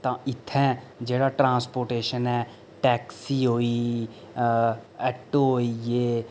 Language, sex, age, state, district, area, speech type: Dogri, male, 30-45, Jammu and Kashmir, Reasi, rural, spontaneous